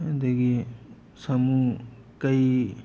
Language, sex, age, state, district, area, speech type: Manipuri, male, 45-60, Manipur, Tengnoupal, urban, spontaneous